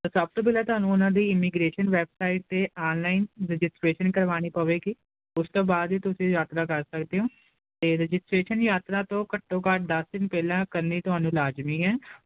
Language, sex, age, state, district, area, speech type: Punjabi, male, 18-30, Punjab, Kapurthala, urban, conversation